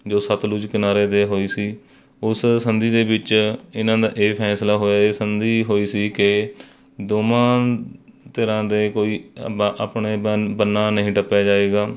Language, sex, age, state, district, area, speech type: Punjabi, male, 30-45, Punjab, Mohali, rural, spontaneous